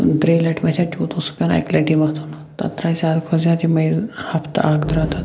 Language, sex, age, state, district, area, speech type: Kashmiri, male, 18-30, Jammu and Kashmir, Shopian, urban, spontaneous